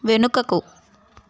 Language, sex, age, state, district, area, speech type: Telugu, female, 18-30, Andhra Pradesh, Sri Balaji, urban, read